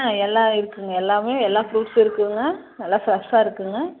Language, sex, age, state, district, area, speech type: Tamil, female, 45-60, Tamil Nadu, Coimbatore, rural, conversation